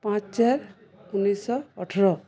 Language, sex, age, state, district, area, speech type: Odia, female, 45-60, Odisha, Balangir, urban, spontaneous